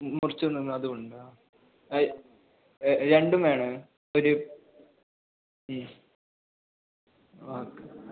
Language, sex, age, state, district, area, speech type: Malayalam, male, 18-30, Kerala, Kasaragod, rural, conversation